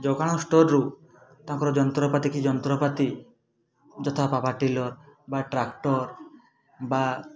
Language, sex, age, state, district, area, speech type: Odia, male, 30-45, Odisha, Mayurbhanj, rural, spontaneous